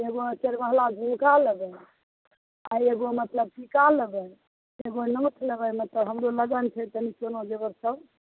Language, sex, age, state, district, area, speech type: Maithili, female, 30-45, Bihar, Begusarai, urban, conversation